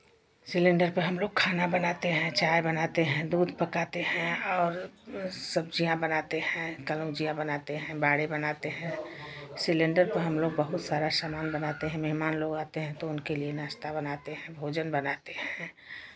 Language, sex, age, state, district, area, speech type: Hindi, female, 60+, Uttar Pradesh, Chandauli, urban, spontaneous